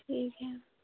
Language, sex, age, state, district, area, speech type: Hindi, female, 30-45, Uttar Pradesh, Chandauli, rural, conversation